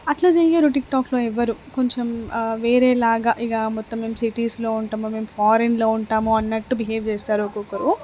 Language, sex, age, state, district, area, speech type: Telugu, female, 18-30, Telangana, Hanamkonda, urban, spontaneous